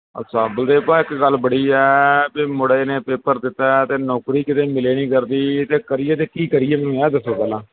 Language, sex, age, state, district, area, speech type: Punjabi, male, 30-45, Punjab, Gurdaspur, urban, conversation